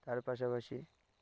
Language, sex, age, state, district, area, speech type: Bengali, male, 18-30, West Bengal, Birbhum, urban, spontaneous